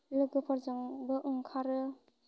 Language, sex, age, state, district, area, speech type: Bodo, female, 18-30, Assam, Baksa, rural, spontaneous